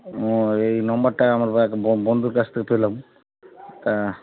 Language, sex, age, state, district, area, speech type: Bengali, male, 30-45, West Bengal, Darjeeling, rural, conversation